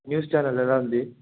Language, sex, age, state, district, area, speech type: Telugu, male, 18-30, Andhra Pradesh, Chittoor, rural, conversation